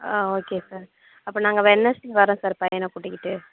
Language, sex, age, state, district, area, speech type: Tamil, female, 30-45, Tamil Nadu, Cuddalore, rural, conversation